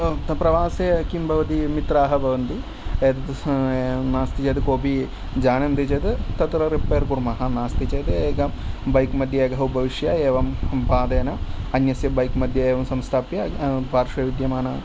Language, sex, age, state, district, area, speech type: Sanskrit, male, 30-45, Kerala, Thrissur, urban, spontaneous